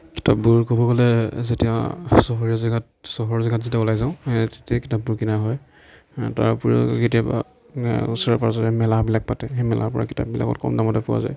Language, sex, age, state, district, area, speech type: Assamese, male, 45-60, Assam, Darrang, rural, spontaneous